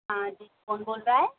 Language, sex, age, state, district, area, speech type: Hindi, female, 18-30, Madhya Pradesh, Harda, urban, conversation